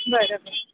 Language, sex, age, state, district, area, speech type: Marathi, female, 18-30, Maharashtra, Jalna, rural, conversation